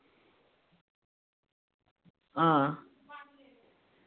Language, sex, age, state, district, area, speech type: Dogri, female, 60+, Jammu and Kashmir, Reasi, rural, conversation